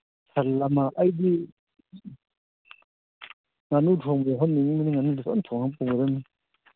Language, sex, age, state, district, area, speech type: Manipuri, male, 30-45, Manipur, Thoubal, rural, conversation